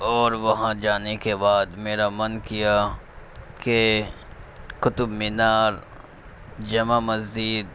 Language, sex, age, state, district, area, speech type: Urdu, male, 30-45, Uttar Pradesh, Gautam Buddha Nagar, urban, spontaneous